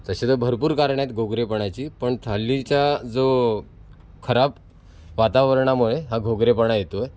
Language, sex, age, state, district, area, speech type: Marathi, male, 30-45, Maharashtra, Mumbai City, urban, spontaneous